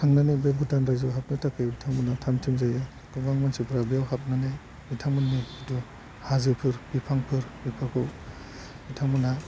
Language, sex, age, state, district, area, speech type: Bodo, male, 30-45, Assam, Udalguri, urban, spontaneous